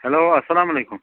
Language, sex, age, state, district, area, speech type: Kashmiri, male, 45-60, Jammu and Kashmir, Bandipora, rural, conversation